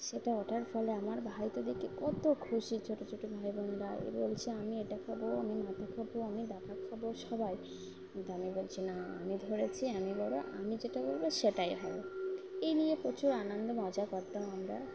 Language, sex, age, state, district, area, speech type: Bengali, female, 18-30, West Bengal, Uttar Dinajpur, urban, spontaneous